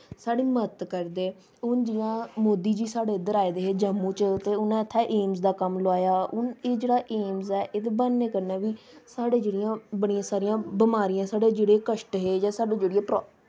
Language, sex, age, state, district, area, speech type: Dogri, female, 30-45, Jammu and Kashmir, Samba, urban, spontaneous